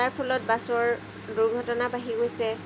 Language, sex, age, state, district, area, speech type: Assamese, female, 30-45, Assam, Jorhat, urban, spontaneous